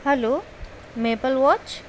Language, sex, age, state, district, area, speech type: Nepali, female, 18-30, West Bengal, Darjeeling, rural, spontaneous